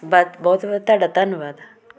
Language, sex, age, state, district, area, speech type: Punjabi, female, 45-60, Punjab, Hoshiarpur, rural, spontaneous